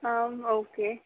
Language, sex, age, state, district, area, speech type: Tamil, female, 60+, Tamil Nadu, Mayiladuthurai, rural, conversation